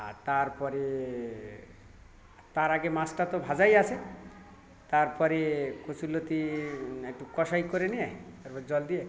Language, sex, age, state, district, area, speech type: Bengali, male, 60+, West Bengal, South 24 Parganas, rural, spontaneous